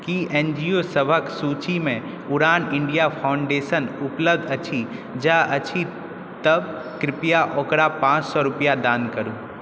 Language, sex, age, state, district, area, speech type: Maithili, male, 18-30, Bihar, Purnia, urban, read